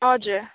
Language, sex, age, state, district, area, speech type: Nepali, female, 18-30, West Bengal, Kalimpong, rural, conversation